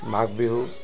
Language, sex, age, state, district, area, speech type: Assamese, male, 60+, Assam, Dibrugarh, urban, spontaneous